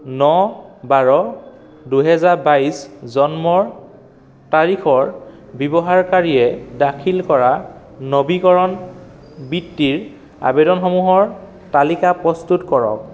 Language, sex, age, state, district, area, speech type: Assamese, male, 30-45, Assam, Dhemaji, rural, read